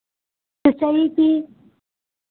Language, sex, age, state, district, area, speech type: Hindi, female, 60+, Uttar Pradesh, Sitapur, rural, conversation